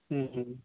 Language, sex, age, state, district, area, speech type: Odia, male, 30-45, Odisha, Koraput, urban, conversation